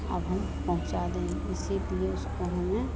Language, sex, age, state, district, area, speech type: Hindi, female, 45-60, Bihar, Begusarai, rural, spontaneous